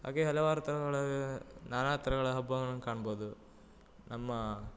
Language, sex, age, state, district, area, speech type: Kannada, male, 18-30, Karnataka, Uttara Kannada, rural, spontaneous